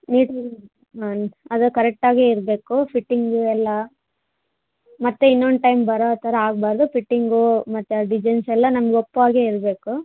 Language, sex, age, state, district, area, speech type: Kannada, female, 18-30, Karnataka, Vijayanagara, rural, conversation